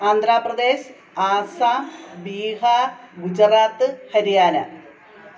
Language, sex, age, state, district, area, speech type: Malayalam, female, 45-60, Kerala, Kottayam, rural, spontaneous